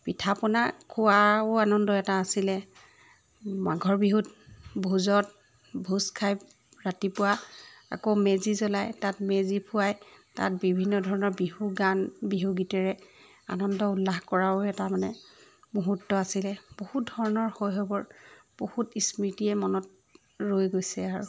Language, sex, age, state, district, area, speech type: Assamese, female, 30-45, Assam, Charaideo, urban, spontaneous